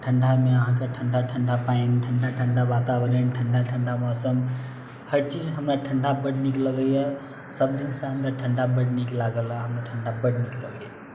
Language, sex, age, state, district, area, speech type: Maithili, male, 18-30, Bihar, Sitamarhi, urban, spontaneous